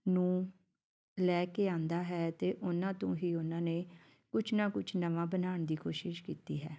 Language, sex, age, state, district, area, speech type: Punjabi, female, 45-60, Punjab, Fatehgarh Sahib, urban, spontaneous